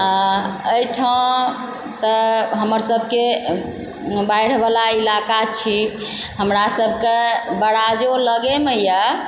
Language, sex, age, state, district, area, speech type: Maithili, male, 45-60, Bihar, Supaul, rural, spontaneous